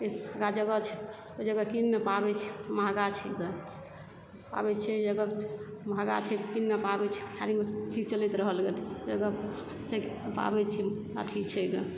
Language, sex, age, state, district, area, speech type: Maithili, female, 60+, Bihar, Supaul, urban, spontaneous